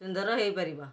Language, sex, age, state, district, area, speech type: Odia, female, 60+, Odisha, Kendrapara, urban, spontaneous